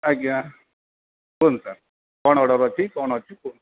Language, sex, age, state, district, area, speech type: Odia, male, 60+, Odisha, Kendrapara, urban, conversation